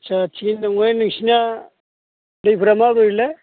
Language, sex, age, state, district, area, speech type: Bodo, male, 45-60, Assam, Baksa, urban, conversation